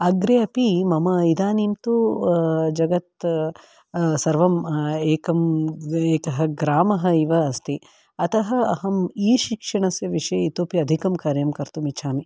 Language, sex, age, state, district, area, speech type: Sanskrit, female, 45-60, Karnataka, Bangalore Urban, urban, spontaneous